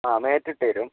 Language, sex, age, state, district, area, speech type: Malayalam, male, 18-30, Kerala, Wayanad, rural, conversation